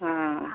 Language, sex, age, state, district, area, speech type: Hindi, female, 60+, Uttar Pradesh, Mau, rural, conversation